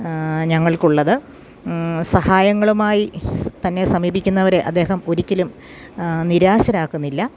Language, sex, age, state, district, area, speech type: Malayalam, female, 45-60, Kerala, Kottayam, rural, spontaneous